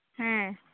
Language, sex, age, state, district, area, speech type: Santali, female, 18-30, West Bengal, Malda, rural, conversation